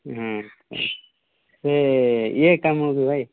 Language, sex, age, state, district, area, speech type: Odia, male, 30-45, Odisha, Koraput, urban, conversation